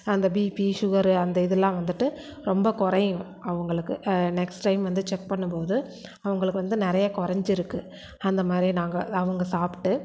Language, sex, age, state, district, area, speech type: Tamil, female, 45-60, Tamil Nadu, Erode, rural, spontaneous